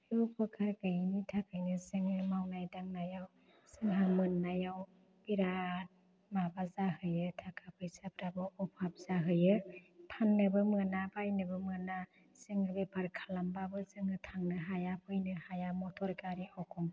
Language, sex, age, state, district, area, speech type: Bodo, female, 45-60, Assam, Chirang, rural, spontaneous